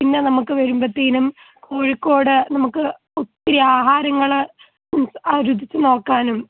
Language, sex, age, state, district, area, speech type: Malayalam, female, 18-30, Kerala, Kottayam, rural, conversation